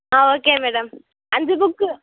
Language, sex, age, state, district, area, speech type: Tamil, female, 18-30, Tamil Nadu, Madurai, rural, conversation